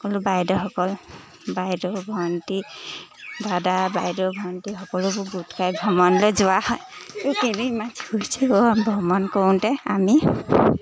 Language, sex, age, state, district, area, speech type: Assamese, female, 18-30, Assam, Lakhimpur, urban, spontaneous